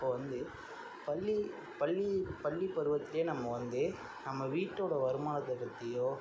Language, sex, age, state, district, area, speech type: Tamil, male, 18-30, Tamil Nadu, Tiruvarur, urban, spontaneous